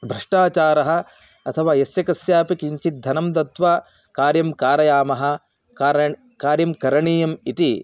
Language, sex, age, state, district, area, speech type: Sanskrit, male, 30-45, Karnataka, Chikkamagaluru, rural, spontaneous